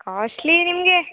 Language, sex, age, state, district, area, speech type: Kannada, female, 18-30, Karnataka, Uttara Kannada, rural, conversation